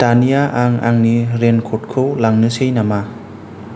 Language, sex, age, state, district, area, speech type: Bodo, male, 30-45, Assam, Kokrajhar, rural, read